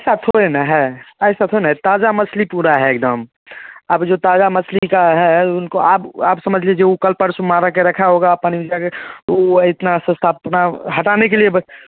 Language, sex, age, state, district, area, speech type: Hindi, male, 30-45, Bihar, Darbhanga, rural, conversation